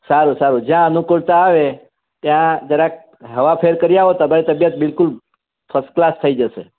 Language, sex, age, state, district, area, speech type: Gujarati, male, 60+, Gujarat, Surat, urban, conversation